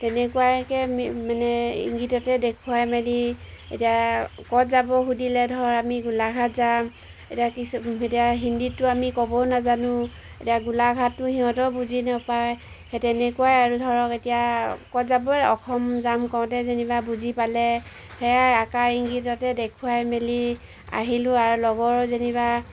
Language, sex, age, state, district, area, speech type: Assamese, female, 45-60, Assam, Golaghat, rural, spontaneous